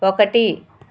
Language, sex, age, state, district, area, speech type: Telugu, female, 30-45, Andhra Pradesh, Anakapalli, urban, read